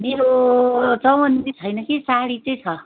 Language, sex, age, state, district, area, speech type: Nepali, female, 45-60, West Bengal, Kalimpong, rural, conversation